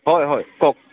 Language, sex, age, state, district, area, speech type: Assamese, male, 30-45, Assam, Golaghat, urban, conversation